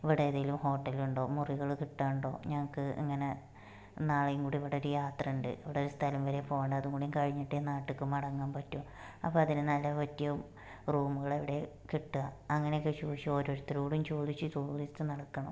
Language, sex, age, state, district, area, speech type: Malayalam, female, 18-30, Kerala, Malappuram, rural, spontaneous